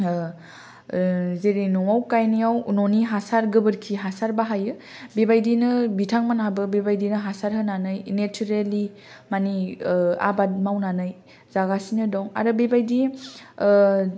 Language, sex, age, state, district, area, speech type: Bodo, female, 18-30, Assam, Kokrajhar, rural, spontaneous